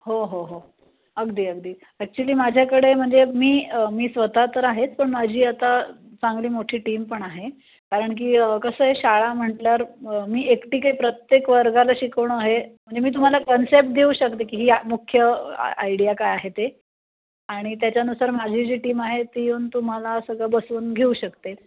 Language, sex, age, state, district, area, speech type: Marathi, female, 30-45, Maharashtra, Nashik, urban, conversation